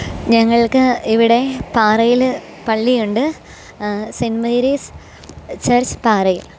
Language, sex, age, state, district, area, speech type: Malayalam, female, 18-30, Kerala, Pathanamthitta, rural, spontaneous